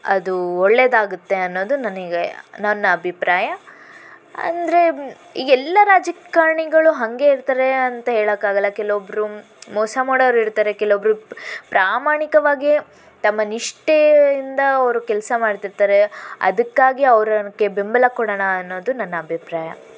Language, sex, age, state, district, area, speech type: Kannada, female, 18-30, Karnataka, Davanagere, rural, spontaneous